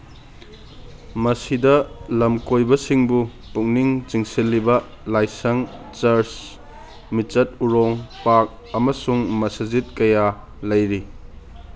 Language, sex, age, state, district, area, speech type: Manipuri, male, 30-45, Manipur, Kangpokpi, urban, read